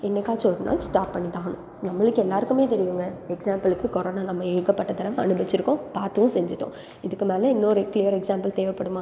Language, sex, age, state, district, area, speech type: Tamil, female, 18-30, Tamil Nadu, Salem, urban, spontaneous